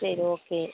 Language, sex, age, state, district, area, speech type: Tamil, female, 18-30, Tamil Nadu, Nagapattinam, rural, conversation